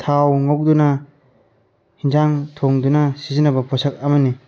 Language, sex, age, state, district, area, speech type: Manipuri, male, 18-30, Manipur, Bishnupur, rural, spontaneous